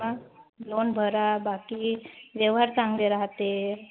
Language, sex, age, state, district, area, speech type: Marathi, female, 30-45, Maharashtra, Wardha, rural, conversation